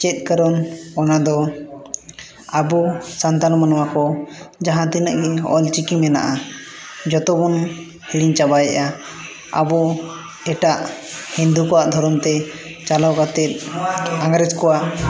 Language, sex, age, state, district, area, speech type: Santali, male, 18-30, Jharkhand, East Singhbhum, rural, spontaneous